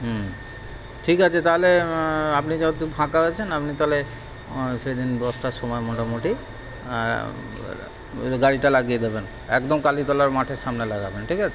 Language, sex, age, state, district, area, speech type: Bengali, male, 30-45, West Bengal, Howrah, urban, spontaneous